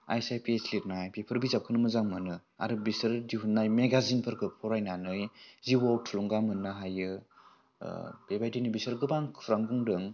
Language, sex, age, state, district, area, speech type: Bodo, male, 18-30, Assam, Udalguri, rural, spontaneous